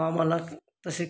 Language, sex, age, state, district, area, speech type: Marathi, male, 45-60, Maharashtra, Buldhana, urban, spontaneous